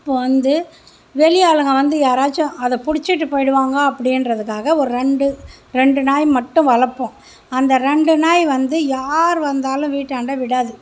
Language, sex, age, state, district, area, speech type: Tamil, female, 30-45, Tamil Nadu, Mayiladuthurai, rural, spontaneous